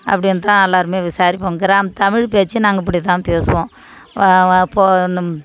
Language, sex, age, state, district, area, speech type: Tamil, female, 45-60, Tamil Nadu, Tiruvannamalai, rural, spontaneous